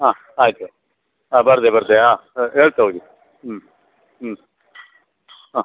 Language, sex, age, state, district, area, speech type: Kannada, male, 45-60, Karnataka, Dakshina Kannada, rural, conversation